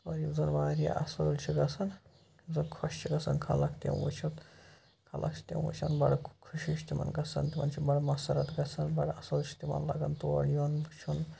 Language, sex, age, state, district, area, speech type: Kashmiri, male, 18-30, Jammu and Kashmir, Shopian, rural, spontaneous